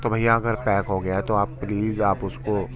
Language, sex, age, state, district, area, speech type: Urdu, male, 18-30, Delhi, South Delhi, urban, spontaneous